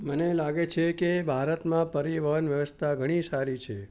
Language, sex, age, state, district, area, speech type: Gujarati, male, 60+, Gujarat, Ahmedabad, urban, spontaneous